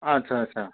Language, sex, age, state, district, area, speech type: Odia, male, 45-60, Odisha, Nuapada, urban, conversation